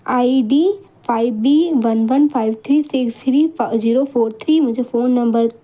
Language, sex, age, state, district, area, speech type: Sindhi, female, 18-30, Madhya Pradesh, Katni, urban, spontaneous